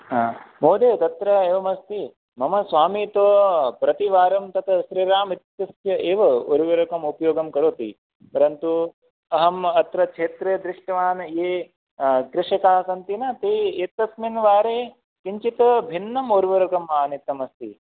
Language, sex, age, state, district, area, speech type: Sanskrit, male, 18-30, Rajasthan, Jodhpur, rural, conversation